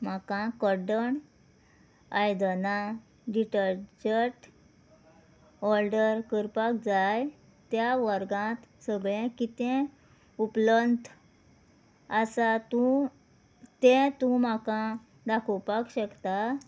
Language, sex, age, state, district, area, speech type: Goan Konkani, female, 30-45, Goa, Murmgao, rural, read